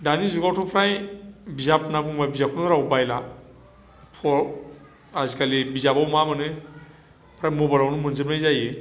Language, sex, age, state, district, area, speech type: Bodo, male, 45-60, Assam, Chirang, urban, spontaneous